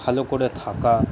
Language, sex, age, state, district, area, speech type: Bengali, male, 45-60, West Bengal, Paschim Bardhaman, urban, spontaneous